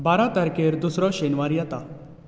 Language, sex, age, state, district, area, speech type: Goan Konkani, male, 18-30, Goa, Bardez, rural, read